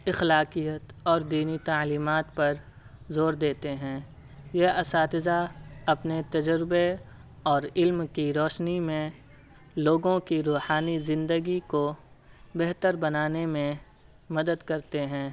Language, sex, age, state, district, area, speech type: Urdu, male, 18-30, Bihar, Purnia, rural, spontaneous